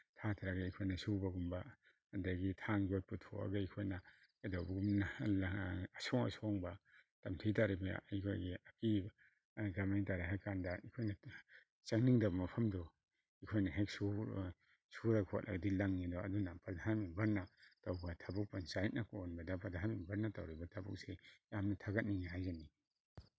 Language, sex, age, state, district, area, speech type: Manipuri, male, 30-45, Manipur, Kakching, rural, spontaneous